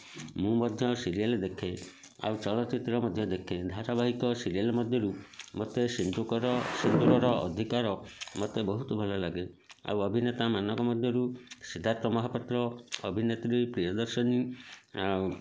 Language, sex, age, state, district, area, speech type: Odia, male, 45-60, Odisha, Kendujhar, urban, spontaneous